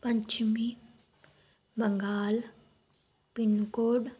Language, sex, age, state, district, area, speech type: Punjabi, female, 18-30, Punjab, Fazilka, rural, read